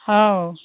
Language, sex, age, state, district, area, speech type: Manipuri, female, 18-30, Manipur, Chandel, rural, conversation